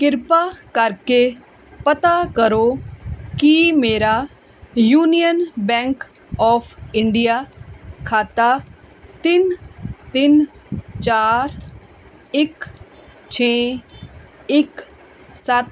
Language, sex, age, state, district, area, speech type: Punjabi, female, 45-60, Punjab, Fazilka, rural, read